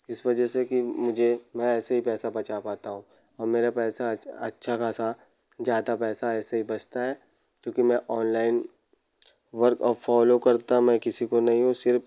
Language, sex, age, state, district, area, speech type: Hindi, male, 18-30, Uttar Pradesh, Pratapgarh, rural, spontaneous